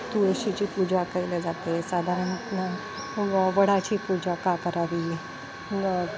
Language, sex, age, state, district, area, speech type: Marathi, female, 45-60, Maharashtra, Nanded, urban, spontaneous